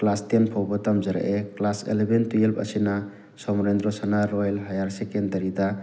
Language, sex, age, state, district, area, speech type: Manipuri, male, 30-45, Manipur, Thoubal, rural, spontaneous